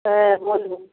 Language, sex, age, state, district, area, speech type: Bengali, female, 30-45, West Bengal, Darjeeling, rural, conversation